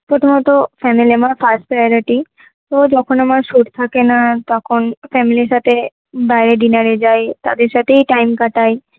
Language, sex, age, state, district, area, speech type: Bengali, female, 18-30, West Bengal, Kolkata, urban, conversation